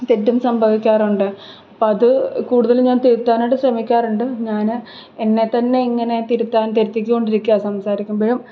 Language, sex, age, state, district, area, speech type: Malayalam, female, 18-30, Kerala, Pathanamthitta, urban, spontaneous